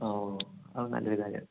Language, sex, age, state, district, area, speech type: Malayalam, male, 18-30, Kerala, Kozhikode, rural, conversation